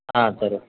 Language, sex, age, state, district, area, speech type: Tamil, male, 45-60, Tamil Nadu, Dharmapuri, urban, conversation